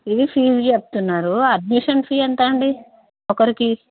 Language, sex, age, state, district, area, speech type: Telugu, female, 30-45, Andhra Pradesh, Visakhapatnam, urban, conversation